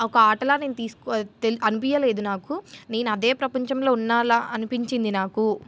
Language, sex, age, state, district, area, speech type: Telugu, female, 18-30, Telangana, Nizamabad, urban, spontaneous